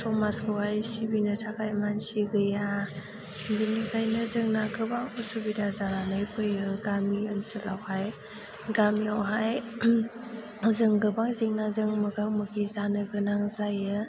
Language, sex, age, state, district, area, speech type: Bodo, female, 18-30, Assam, Chirang, rural, spontaneous